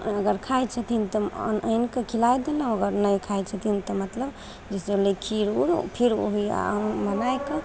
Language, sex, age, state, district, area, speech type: Maithili, female, 18-30, Bihar, Begusarai, rural, spontaneous